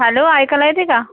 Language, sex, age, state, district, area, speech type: Marathi, female, 30-45, Maharashtra, Yavatmal, rural, conversation